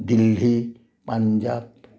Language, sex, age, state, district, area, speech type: Assamese, male, 60+, Assam, Udalguri, urban, spontaneous